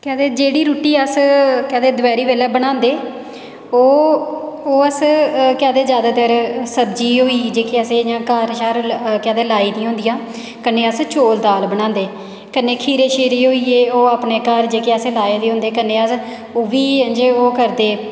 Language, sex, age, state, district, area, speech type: Dogri, female, 18-30, Jammu and Kashmir, Reasi, rural, spontaneous